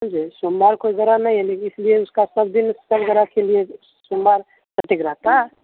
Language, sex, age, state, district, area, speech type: Hindi, male, 30-45, Bihar, Begusarai, rural, conversation